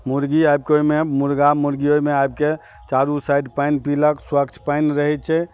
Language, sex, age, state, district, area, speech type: Maithili, male, 45-60, Bihar, Madhubani, rural, spontaneous